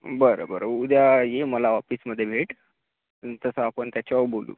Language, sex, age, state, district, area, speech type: Marathi, male, 18-30, Maharashtra, Gadchiroli, rural, conversation